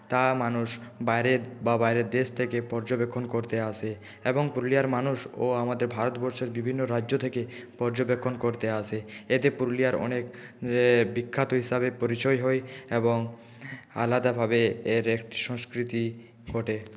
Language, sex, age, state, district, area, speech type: Bengali, male, 30-45, West Bengal, Purulia, urban, spontaneous